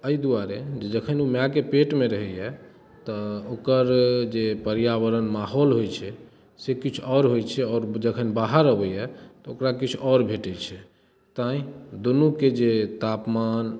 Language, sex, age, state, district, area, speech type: Maithili, male, 30-45, Bihar, Madhubani, rural, spontaneous